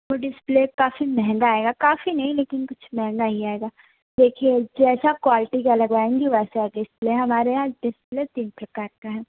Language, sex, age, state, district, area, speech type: Hindi, female, 30-45, Uttar Pradesh, Sonbhadra, rural, conversation